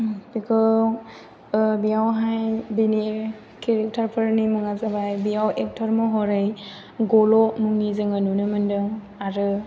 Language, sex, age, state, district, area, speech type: Bodo, female, 18-30, Assam, Chirang, rural, spontaneous